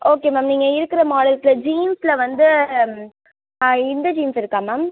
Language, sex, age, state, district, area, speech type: Tamil, male, 18-30, Tamil Nadu, Sivaganga, rural, conversation